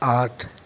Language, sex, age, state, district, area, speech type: Urdu, male, 18-30, Delhi, Central Delhi, urban, read